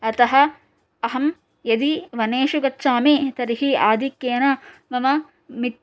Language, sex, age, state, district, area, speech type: Sanskrit, female, 18-30, Karnataka, Shimoga, urban, spontaneous